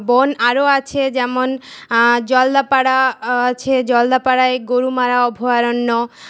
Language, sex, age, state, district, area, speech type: Bengali, female, 18-30, West Bengal, Paschim Bardhaman, urban, spontaneous